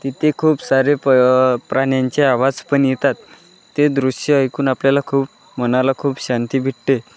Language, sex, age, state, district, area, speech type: Marathi, male, 18-30, Maharashtra, Wardha, rural, spontaneous